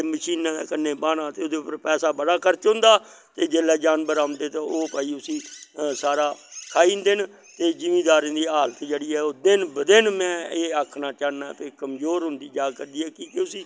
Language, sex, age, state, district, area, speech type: Dogri, male, 60+, Jammu and Kashmir, Samba, rural, spontaneous